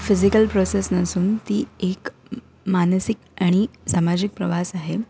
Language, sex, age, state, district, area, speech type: Marathi, female, 18-30, Maharashtra, Ratnagiri, urban, spontaneous